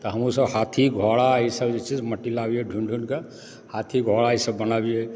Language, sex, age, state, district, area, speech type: Maithili, male, 45-60, Bihar, Supaul, rural, spontaneous